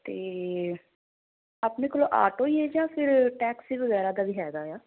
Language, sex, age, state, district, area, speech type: Punjabi, female, 18-30, Punjab, Fazilka, rural, conversation